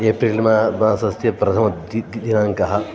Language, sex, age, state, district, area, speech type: Sanskrit, male, 30-45, Karnataka, Dakshina Kannada, urban, spontaneous